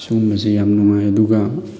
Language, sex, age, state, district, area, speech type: Manipuri, male, 30-45, Manipur, Thoubal, rural, spontaneous